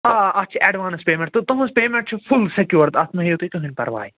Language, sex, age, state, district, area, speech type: Kashmiri, male, 45-60, Jammu and Kashmir, Budgam, urban, conversation